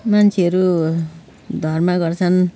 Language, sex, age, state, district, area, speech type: Nepali, female, 60+, West Bengal, Jalpaiguri, urban, spontaneous